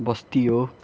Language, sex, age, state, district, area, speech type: Nepali, male, 45-60, West Bengal, Kalimpong, rural, spontaneous